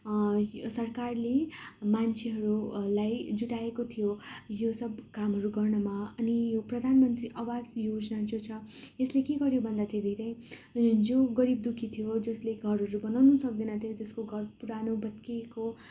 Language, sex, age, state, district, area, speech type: Nepali, female, 18-30, West Bengal, Darjeeling, rural, spontaneous